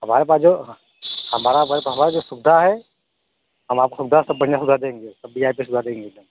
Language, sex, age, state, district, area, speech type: Hindi, male, 45-60, Uttar Pradesh, Mirzapur, rural, conversation